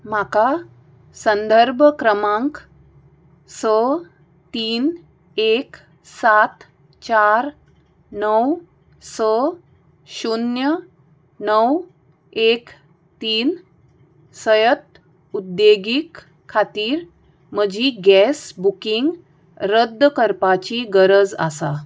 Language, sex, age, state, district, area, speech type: Goan Konkani, female, 45-60, Goa, Salcete, rural, read